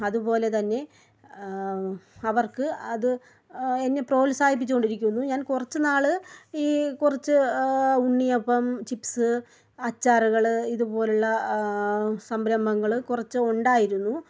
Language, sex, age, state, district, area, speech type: Malayalam, female, 30-45, Kerala, Thiruvananthapuram, rural, spontaneous